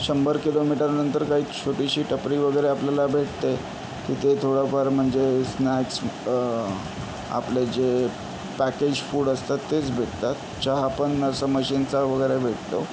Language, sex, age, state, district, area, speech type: Marathi, male, 60+, Maharashtra, Yavatmal, urban, spontaneous